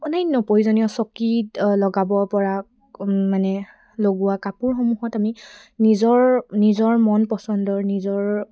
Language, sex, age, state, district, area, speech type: Assamese, female, 18-30, Assam, Sivasagar, rural, spontaneous